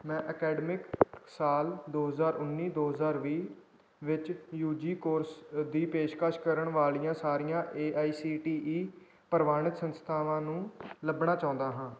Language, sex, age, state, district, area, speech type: Punjabi, male, 18-30, Punjab, Kapurthala, rural, read